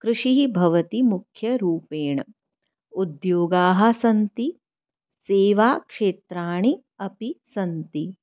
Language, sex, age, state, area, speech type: Sanskrit, female, 30-45, Delhi, urban, spontaneous